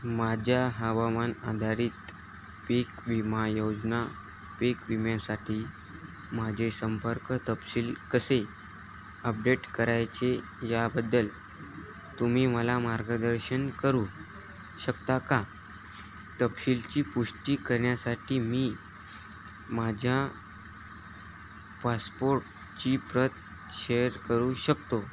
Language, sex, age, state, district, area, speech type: Marathi, male, 18-30, Maharashtra, Hingoli, urban, read